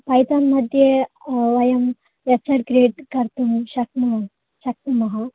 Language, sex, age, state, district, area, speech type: Sanskrit, female, 18-30, Karnataka, Dakshina Kannada, urban, conversation